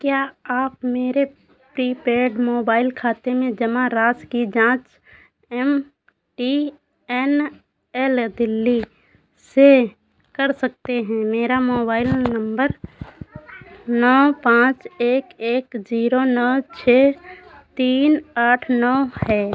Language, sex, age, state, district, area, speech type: Hindi, female, 30-45, Uttar Pradesh, Sitapur, rural, read